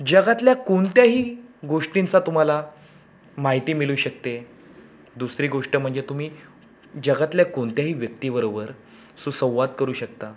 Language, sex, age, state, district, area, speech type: Marathi, male, 30-45, Maharashtra, Raigad, rural, spontaneous